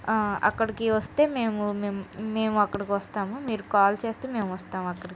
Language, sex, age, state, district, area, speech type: Telugu, female, 18-30, Andhra Pradesh, Krishna, urban, spontaneous